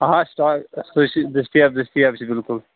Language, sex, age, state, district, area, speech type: Kashmiri, male, 30-45, Jammu and Kashmir, Kulgam, rural, conversation